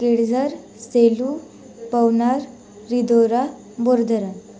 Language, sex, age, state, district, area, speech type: Marathi, female, 18-30, Maharashtra, Wardha, rural, spontaneous